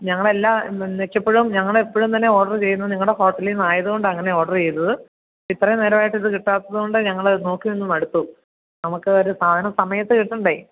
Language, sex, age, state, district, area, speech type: Malayalam, female, 30-45, Kerala, Idukki, rural, conversation